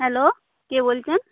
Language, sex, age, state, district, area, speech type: Bengali, female, 30-45, West Bengal, Nadia, rural, conversation